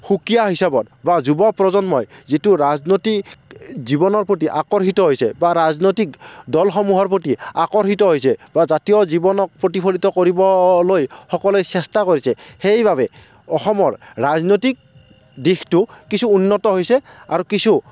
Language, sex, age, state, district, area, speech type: Assamese, male, 30-45, Assam, Kamrup Metropolitan, urban, spontaneous